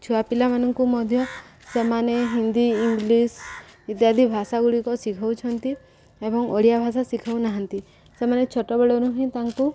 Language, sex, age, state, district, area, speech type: Odia, female, 18-30, Odisha, Subarnapur, urban, spontaneous